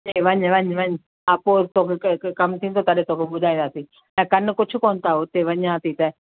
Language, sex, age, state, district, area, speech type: Sindhi, female, 60+, Gujarat, Kutch, urban, conversation